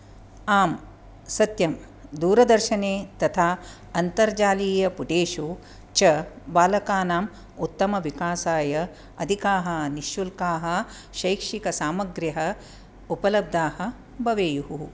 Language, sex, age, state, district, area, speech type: Sanskrit, female, 45-60, Karnataka, Dakshina Kannada, urban, spontaneous